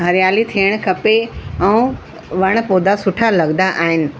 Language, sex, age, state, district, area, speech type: Sindhi, female, 45-60, Delhi, South Delhi, urban, spontaneous